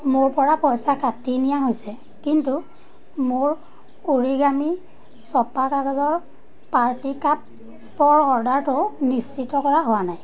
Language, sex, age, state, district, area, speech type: Assamese, female, 30-45, Assam, Majuli, urban, read